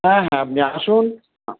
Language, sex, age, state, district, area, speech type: Bengali, male, 45-60, West Bengal, Dakshin Dinajpur, rural, conversation